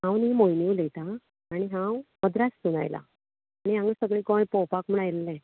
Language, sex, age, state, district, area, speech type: Goan Konkani, female, 45-60, Goa, Canacona, rural, conversation